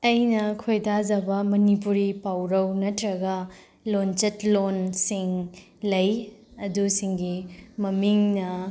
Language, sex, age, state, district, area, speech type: Manipuri, female, 18-30, Manipur, Bishnupur, rural, spontaneous